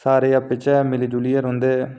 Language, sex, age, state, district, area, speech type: Dogri, male, 18-30, Jammu and Kashmir, Reasi, urban, spontaneous